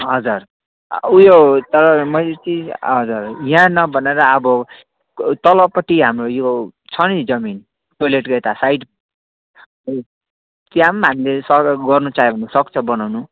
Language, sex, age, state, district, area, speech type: Nepali, male, 18-30, West Bengal, Darjeeling, urban, conversation